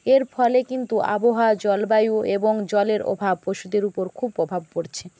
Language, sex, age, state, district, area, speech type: Bengali, female, 60+, West Bengal, Jhargram, rural, spontaneous